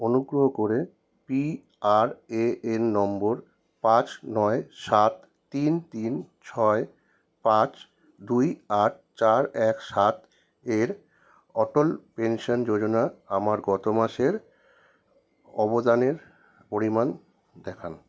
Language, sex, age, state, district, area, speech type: Bengali, male, 30-45, West Bengal, Kolkata, urban, read